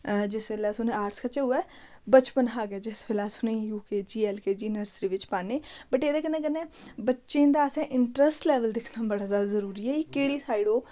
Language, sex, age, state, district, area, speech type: Dogri, female, 18-30, Jammu and Kashmir, Udhampur, rural, spontaneous